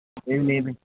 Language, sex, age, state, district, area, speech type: Telugu, male, 18-30, Andhra Pradesh, Bapatla, rural, conversation